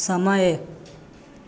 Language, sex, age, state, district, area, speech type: Maithili, male, 18-30, Bihar, Sitamarhi, urban, read